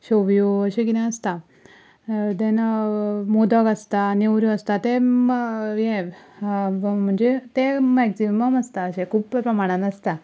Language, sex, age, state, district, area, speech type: Goan Konkani, female, 18-30, Goa, Ponda, rural, spontaneous